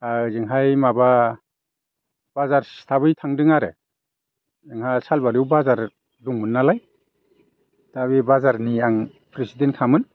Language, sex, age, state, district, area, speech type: Bodo, male, 60+, Assam, Chirang, rural, spontaneous